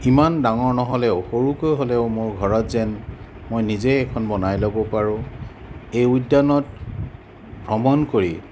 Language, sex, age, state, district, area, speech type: Assamese, male, 45-60, Assam, Sonitpur, urban, spontaneous